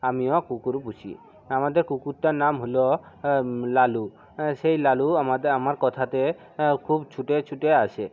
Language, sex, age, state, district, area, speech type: Bengali, male, 45-60, West Bengal, South 24 Parganas, rural, spontaneous